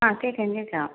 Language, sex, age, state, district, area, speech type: Malayalam, female, 30-45, Kerala, Thiruvananthapuram, rural, conversation